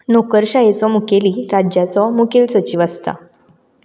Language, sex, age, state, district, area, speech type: Goan Konkani, female, 18-30, Goa, Canacona, rural, read